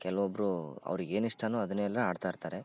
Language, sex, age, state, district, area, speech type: Kannada, male, 18-30, Karnataka, Bellary, rural, spontaneous